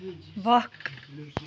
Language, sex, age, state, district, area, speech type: Kashmiri, female, 30-45, Jammu and Kashmir, Bandipora, rural, read